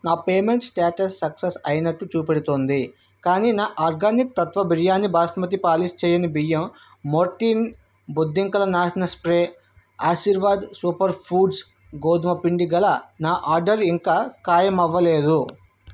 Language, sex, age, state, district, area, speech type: Telugu, male, 30-45, Andhra Pradesh, Vizianagaram, urban, read